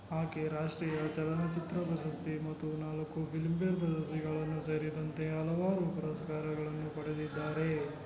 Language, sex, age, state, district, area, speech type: Kannada, male, 60+, Karnataka, Kolar, rural, read